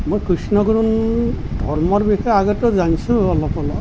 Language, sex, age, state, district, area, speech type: Assamese, male, 60+, Assam, Nalbari, rural, spontaneous